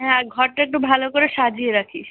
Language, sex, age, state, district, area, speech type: Bengali, female, 18-30, West Bengal, South 24 Parganas, urban, conversation